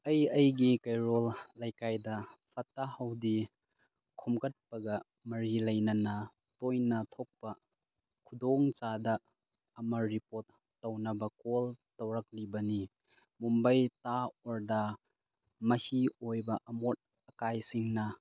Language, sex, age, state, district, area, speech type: Manipuri, male, 30-45, Manipur, Chandel, rural, read